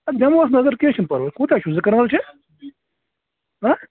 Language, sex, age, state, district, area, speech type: Kashmiri, male, 30-45, Jammu and Kashmir, Bandipora, rural, conversation